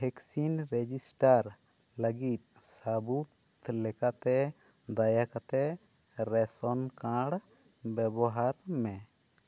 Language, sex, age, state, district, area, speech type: Santali, male, 30-45, West Bengal, Bankura, rural, read